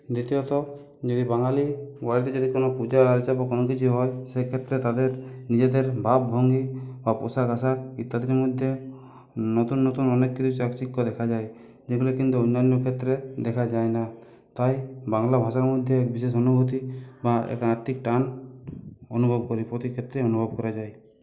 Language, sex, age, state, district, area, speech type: Bengali, male, 30-45, West Bengal, Purulia, urban, spontaneous